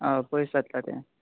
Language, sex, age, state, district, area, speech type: Goan Konkani, male, 18-30, Goa, Bardez, rural, conversation